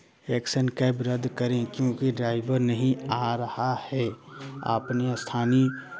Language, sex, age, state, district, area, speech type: Hindi, male, 18-30, Uttar Pradesh, Chandauli, urban, spontaneous